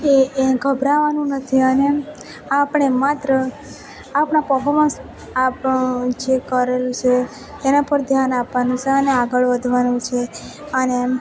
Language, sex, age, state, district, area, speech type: Gujarati, female, 18-30, Gujarat, Valsad, rural, spontaneous